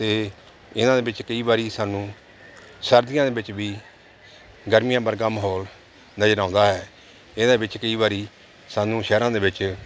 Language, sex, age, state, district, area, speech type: Punjabi, male, 45-60, Punjab, Jalandhar, urban, spontaneous